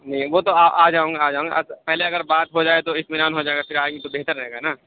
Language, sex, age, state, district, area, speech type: Urdu, male, 18-30, Uttar Pradesh, Saharanpur, urban, conversation